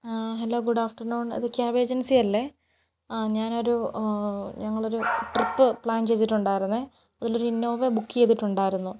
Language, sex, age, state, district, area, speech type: Malayalam, female, 18-30, Kerala, Kottayam, rural, spontaneous